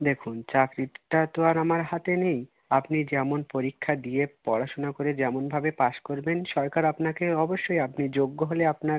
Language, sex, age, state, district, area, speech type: Bengali, male, 18-30, West Bengal, South 24 Parganas, rural, conversation